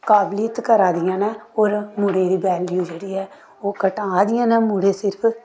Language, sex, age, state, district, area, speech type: Dogri, female, 30-45, Jammu and Kashmir, Samba, rural, spontaneous